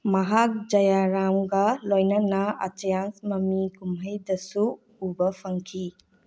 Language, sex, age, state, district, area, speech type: Manipuri, female, 30-45, Manipur, Bishnupur, rural, read